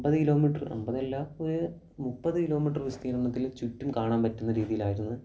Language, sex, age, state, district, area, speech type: Malayalam, male, 18-30, Kerala, Kollam, rural, spontaneous